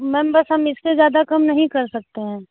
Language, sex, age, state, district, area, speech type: Hindi, female, 18-30, Uttar Pradesh, Azamgarh, rural, conversation